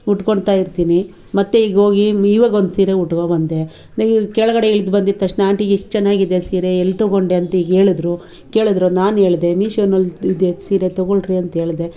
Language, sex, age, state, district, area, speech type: Kannada, female, 45-60, Karnataka, Bangalore Urban, rural, spontaneous